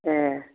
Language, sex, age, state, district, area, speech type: Bodo, female, 60+, Assam, Kokrajhar, rural, conversation